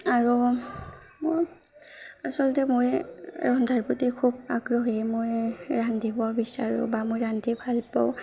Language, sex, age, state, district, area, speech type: Assamese, female, 18-30, Assam, Barpeta, rural, spontaneous